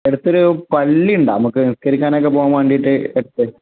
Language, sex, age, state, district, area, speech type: Malayalam, male, 18-30, Kerala, Malappuram, rural, conversation